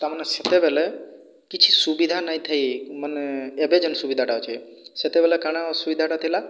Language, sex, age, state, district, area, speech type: Odia, male, 45-60, Odisha, Boudh, rural, spontaneous